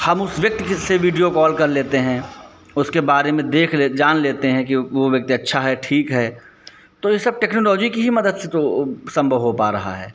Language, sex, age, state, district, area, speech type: Hindi, male, 30-45, Uttar Pradesh, Hardoi, rural, spontaneous